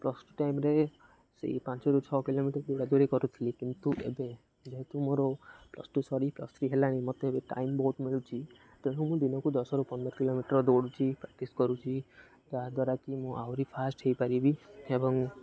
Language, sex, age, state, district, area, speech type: Odia, male, 18-30, Odisha, Jagatsinghpur, rural, spontaneous